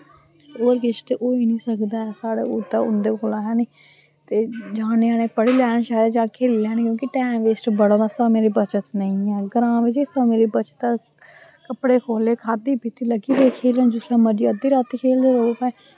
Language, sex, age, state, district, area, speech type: Dogri, female, 18-30, Jammu and Kashmir, Samba, rural, spontaneous